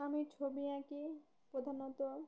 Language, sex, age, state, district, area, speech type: Bengali, female, 18-30, West Bengal, Uttar Dinajpur, urban, spontaneous